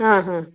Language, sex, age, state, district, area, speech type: Kannada, female, 60+, Karnataka, Gadag, rural, conversation